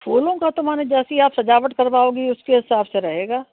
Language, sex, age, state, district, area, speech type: Hindi, female, 60+, Madhya Pradesh, Gwalior, rural, conversation